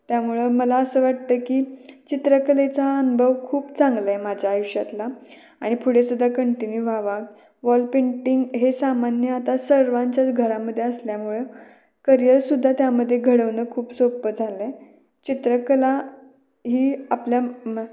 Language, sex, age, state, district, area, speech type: Marathi, female, 18-30, Maharashtra, Kolhapur, urban, spontaneous